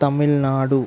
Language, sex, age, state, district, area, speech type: Telugu, male, 18-30, Andhra Pradesh, West Godavari, rural, spontaneous